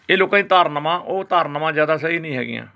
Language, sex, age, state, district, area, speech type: Punjabi, male, 60+, Punjab, Hoshiarpur, urban, spontaneous